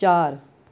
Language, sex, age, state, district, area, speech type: Punjabi, female, 45-60, Punjab, Amritsar, urban, read